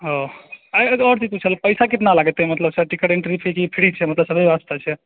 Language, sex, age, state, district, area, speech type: Maithili, male, 18-30, Bihar, Purnia, urban, conversation